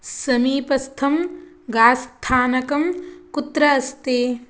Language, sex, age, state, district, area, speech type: Sanskrit, female, 18-30, Karnataka, Shimoga, rural, read